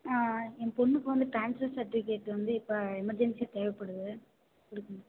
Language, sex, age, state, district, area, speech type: Tamil, female, 18-30, Tamil Nadu, Karur, rural, conversation